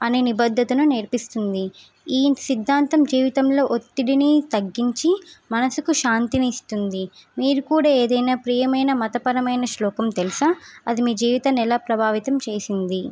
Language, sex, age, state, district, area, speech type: Telugu, female, 18-30, Telangana, Suryapet, urban, spontaneous